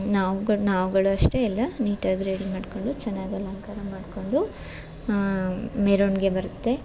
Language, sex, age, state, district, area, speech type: Kannada, female, 30-45, Karnataka, Chamarajanagar, rural, spontaneous